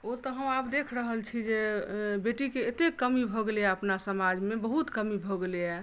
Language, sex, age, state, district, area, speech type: Maithili, female, 45-60, Bihar, Madhubani, rural, spontaneous